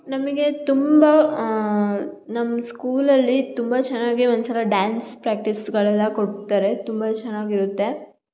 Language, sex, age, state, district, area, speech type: Kannada, female, 18-30, Karnataka, Hassan, rural, spontaneous